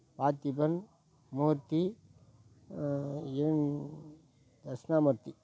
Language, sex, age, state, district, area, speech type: Tamil, male, 60+, Tamil Nadu, Tiruvannamalai, rural, spontaneous